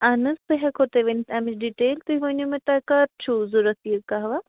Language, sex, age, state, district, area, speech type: Kashmiri, female, 30-45, Jammu and Kashmir, Ganderbal, rural, conversation